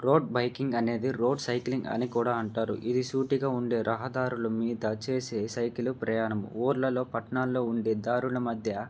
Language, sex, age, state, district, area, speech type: Telugu, male, 18-30, Andhra Pradesh, Nandyal, urban, spontaneous